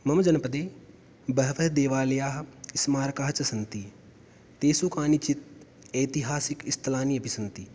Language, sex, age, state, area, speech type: Sanskrit, male, 18-30, Rajasthan, rural, spontaneous